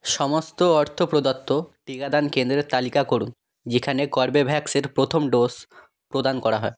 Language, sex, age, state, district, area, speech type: Bengali, male, 18-30, West Bengal, South 24 Parganas, rural, read